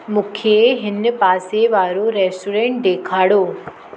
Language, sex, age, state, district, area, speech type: Sindhi, female, 30-45, Maharashtra, Mumbai Suburban, urban, read